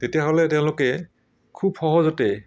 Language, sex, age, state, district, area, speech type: Assamese, male, 60+, Assam, Barpeta, rural, spontaneous